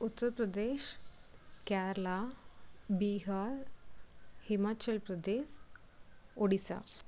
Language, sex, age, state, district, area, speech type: Tamil, female, 45-60, Tamil Nadu, Tiruvarur, rural, spontaneous